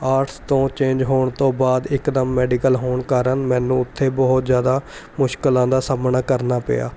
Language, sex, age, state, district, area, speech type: Punjabi, male, 18-30, Punjab, Mohali, urban, spontaneous